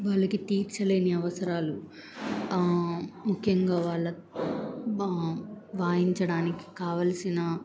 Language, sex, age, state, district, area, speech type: Telugu, female, 18-30, Andhra Pradesh, Bapatla, rural, spontaneous